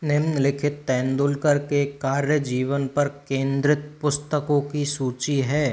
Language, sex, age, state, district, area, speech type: Hindi, male, 45-60, Rajasthan, Karauli, rural, read